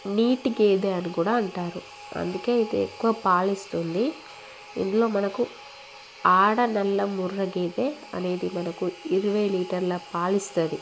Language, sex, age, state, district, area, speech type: Telugu, female, 18-30, Telangana, Jagtial, rural, spontaneous